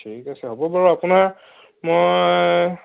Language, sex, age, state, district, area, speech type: Assamese, male, 30-45, Assam, Nagaon, rural, conversation